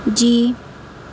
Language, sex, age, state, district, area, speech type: Urdu, female, 18-30, Bihar, Madhubani, rural, spontaneous